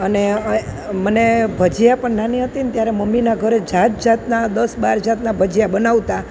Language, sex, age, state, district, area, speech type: Gujarati, female, 45-60, Gujarat, Junagadh, rural, spontaneous